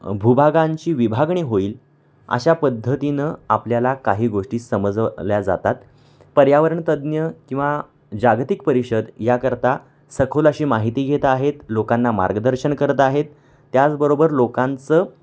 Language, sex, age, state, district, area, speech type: Marathi, male, 30-45, Maharashtra, Kolhapur, urban, spontaneous